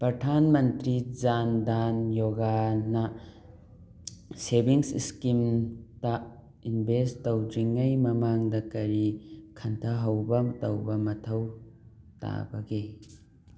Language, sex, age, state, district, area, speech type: Manipuri, male, 18-30, Manipur, Thoubal, rural, read